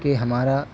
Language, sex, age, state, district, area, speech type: Urdu, male, 18-30, Delhi, South Delhi, urban, spontaneous